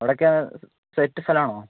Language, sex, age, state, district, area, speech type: Malayalam, male, 18-30, Kerala, Wayanad, rural, conversation